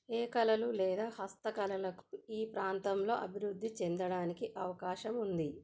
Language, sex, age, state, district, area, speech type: Telugu, female, 30-45, Telangana, Jagtial, rural, spontaneous